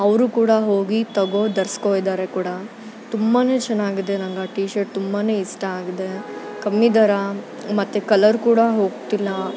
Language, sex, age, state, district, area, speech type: Kannada, female, 18-30, Karnataka, Bangalore Urban, urban, spontaneous